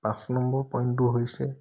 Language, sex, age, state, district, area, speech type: Assamese, male, 30-45, Assam, Charaideo, urban, spontaneous